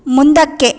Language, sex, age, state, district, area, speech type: Kannada, female, 30-45, Karnataka, Mandya, rural, read